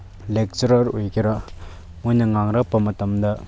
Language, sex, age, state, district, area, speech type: Manipuri, male, 18-30, Manipur, Chandel, rural, spontaneous